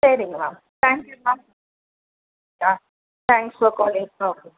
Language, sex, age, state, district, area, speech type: Tamil, female, 30-45, Tamil Nadu, Tiruvallur, urban, conversation